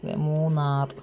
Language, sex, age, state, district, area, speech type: Malayalam, female, 30-45, Kerala, Kollam, rural, spontaneous